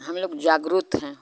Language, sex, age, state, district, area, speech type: Hindi, female, 60+, Uttar Pradesh, Chandauli, rural, spontaneous